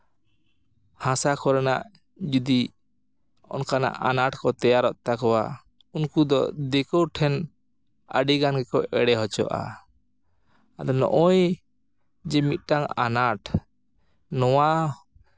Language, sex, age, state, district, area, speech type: Santali, male, 30-45, West Bengal, Jhargram, rural, spontaneous